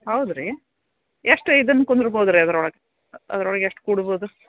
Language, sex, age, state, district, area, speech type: Kannada, female, 45-60, Karnataka, Dharwad, urban, conversation